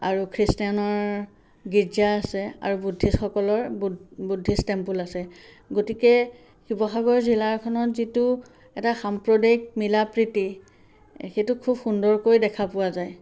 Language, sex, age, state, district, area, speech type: Assamese, female, 45-60, Assam, Sivasagar, rural, spontaneous